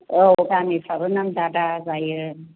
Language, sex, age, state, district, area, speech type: Bodo, female, 45-60, Assam, Chirang, rural, conversation